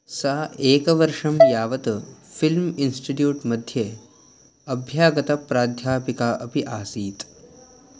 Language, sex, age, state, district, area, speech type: Sanskrit, male, 18-30, Karnataka, Dakshina Kannada, rural, read